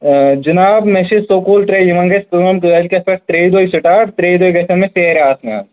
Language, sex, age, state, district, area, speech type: Kashmiri, male, 30-45, Jammu and Kashmir, Shopian, rural, conversation